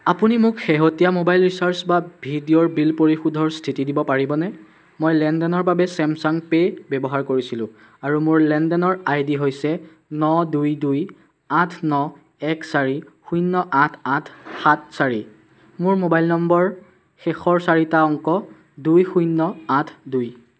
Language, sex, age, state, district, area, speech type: Assamese, male, 18-30, Assam, Majuli, urban, read